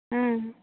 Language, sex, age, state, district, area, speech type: Santali, female, 30-45, West Bengal, Birbhum, rural, conversation